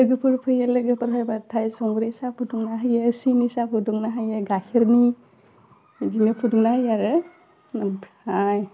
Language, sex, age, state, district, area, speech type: Bodo, female, 18-30, Assam, Udalguri, urban, spontaneous